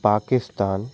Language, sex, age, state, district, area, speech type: Hindi, male, 18-30, Madhya Pradesh, Jabalpur, urban, spontaneous